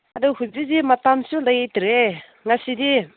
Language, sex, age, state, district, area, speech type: Manipuri, female, 30-45, Manipur, Senapati, rural, conversation